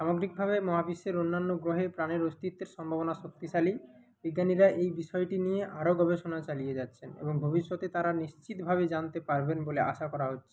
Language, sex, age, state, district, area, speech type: Bengali, male, 30-45, West Bengal, Purba Medinipur, rural, spontaneous